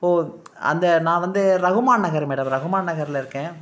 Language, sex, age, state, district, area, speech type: Tamil, male, 45-60, Tamil Nadu, Thanjavur, rural, spontaneous